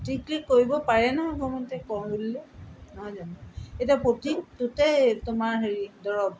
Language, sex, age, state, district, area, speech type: Assamese, female, 60+, Assam, Tinsukia, rural, spontaneous